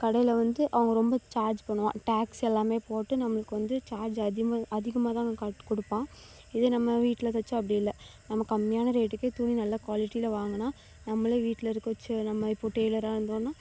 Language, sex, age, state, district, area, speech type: Tamil, female, 18-30, Tamil Nadu, Thoothukudi, rural, spontaneous